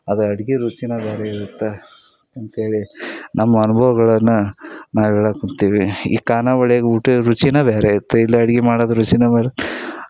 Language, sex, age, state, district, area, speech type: Kannada, male, 30-45, Karnataka, Koppal, rural, spontaneous